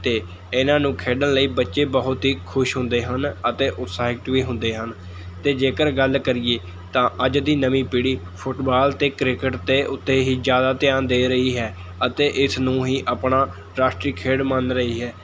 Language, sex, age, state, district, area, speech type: Punjabi, male, 18-30, Punjab, Mohali, rural, spontaneous